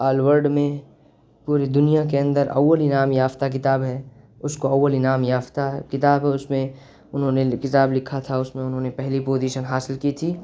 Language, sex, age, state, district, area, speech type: Urdu, male, 18-30, Uttar Pradesh, Siddharthnagar, rural, spontaneous